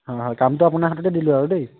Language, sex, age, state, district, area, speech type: Assamese, male, 18-30, Assam, Lakhimpur, urban, conversation